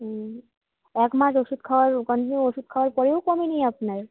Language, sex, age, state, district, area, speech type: Bengali, female, 18-30, West Bengal, Jalpaiguri, rural, conversation